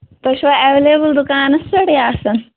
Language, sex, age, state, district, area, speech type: Kashmiri, female, 18-30, Jammu and Kashmir, Shopian, rural, conversation